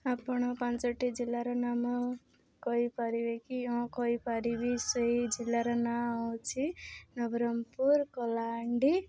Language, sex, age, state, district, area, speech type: Odia, female, 18-30, Odisha, Nabarangpur, urban, spontaneous